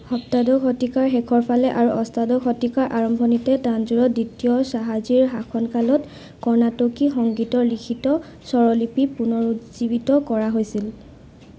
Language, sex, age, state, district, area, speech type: Assamese, female, 18-30, Assam, Sivasagar, urban, read